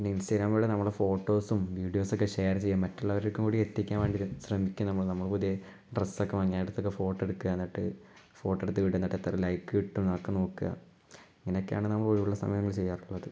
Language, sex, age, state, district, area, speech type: Malayalam, male, 18-30, Kerala, Malappuram, rural, spontaneous